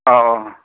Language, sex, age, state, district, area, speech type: Manipuri, male, 30-45, Manipur, Kakching, rural, conversation